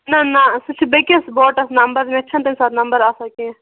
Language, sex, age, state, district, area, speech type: Kashmiri, female, 18-30, Jammu and Kashmir, Bandipora, rural, conversation